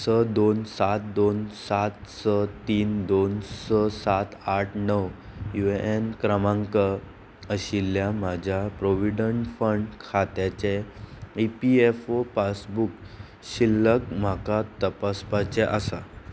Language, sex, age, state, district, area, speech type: Goan Konkani, female, 18-30, Goa, Murmgao, urban, read